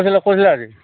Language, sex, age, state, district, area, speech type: Assamese, male, 30-45, Assam, Dhemaji, rural, conversation